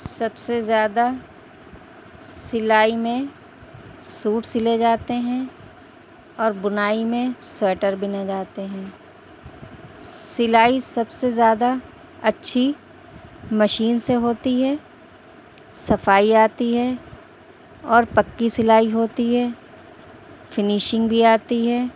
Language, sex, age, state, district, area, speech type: Urdu, female, 30-45, Uttar Pradesh, Shahjahanpur, urban, spontaneous